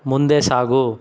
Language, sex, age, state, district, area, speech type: Kannada, male, 60+, Karnataka, Chikkaballapur, rural, read